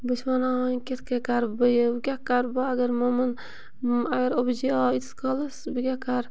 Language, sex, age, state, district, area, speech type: Kashmiri, female, 18-30, Jammu and Kashmir, Bandipora, rural, spontaneous